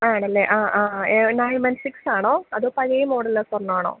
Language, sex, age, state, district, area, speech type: Malayalam, female, 30-45, Kerala, Idukki, rural, conversation